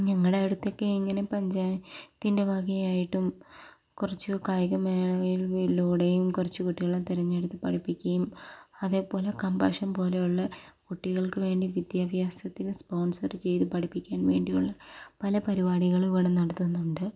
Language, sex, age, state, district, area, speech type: Malayalam, female, 18-30, Kerala, Palakkad, rural, spontaneous